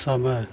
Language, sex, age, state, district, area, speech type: Hindi, male, 60+, Uttar Pradesh, Mau, rural, read